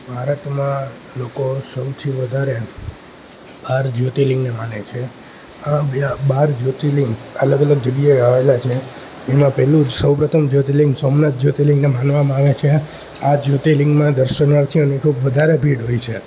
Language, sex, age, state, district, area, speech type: Gujarati, male, 18-30, Gujarat, Junagadh, rural, spontaneous